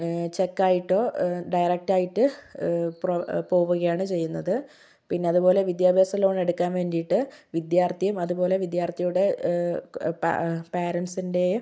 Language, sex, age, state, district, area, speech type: Malayalam, female, 18-30, Kerala, Kozhikode, urban, spontaneous